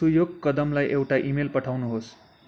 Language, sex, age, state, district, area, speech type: Nepali, male, 18-30, West Bengal, Kalimpong, rural, read